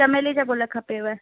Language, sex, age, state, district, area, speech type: Sindhi, female, 18-30, Madhya Pradesh, Katni, urban, conversation